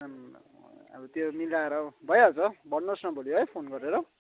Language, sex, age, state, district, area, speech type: Nepali, male, 30-45, West Bengal, Kalimpong, rural, conversation